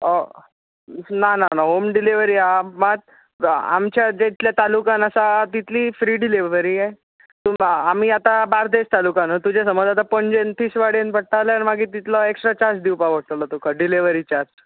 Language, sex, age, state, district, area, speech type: Goan Konkani, male, 18-30, Goa, Bardez, rural, conversation